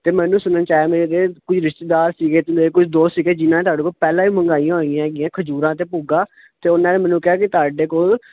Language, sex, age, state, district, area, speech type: Punjabi, male, 18-30, Punjab, Ludhiana, urban, conversation